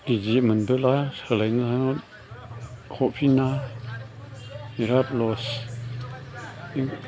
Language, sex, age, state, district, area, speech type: Bodo, male, 60+, Assam, Chirang, rural, spontaneous